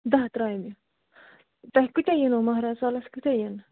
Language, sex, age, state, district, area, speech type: Kashmiri, female, 45-60, Jammu and Kashmir, Bandipora, rural, conversation